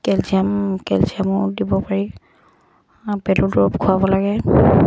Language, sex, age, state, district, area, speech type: Assamese, female, 45-60, Assam, Dibrugarh, rural, spontaneous